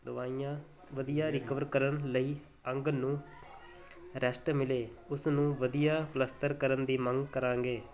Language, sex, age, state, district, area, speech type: Punjabi, male, 30-45, Punjab, Muktsar, rural, spontaneous